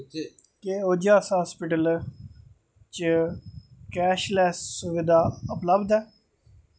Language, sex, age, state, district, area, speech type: Dogri, male, 30-45, Jammu and Kashmir, Jammu, urban, read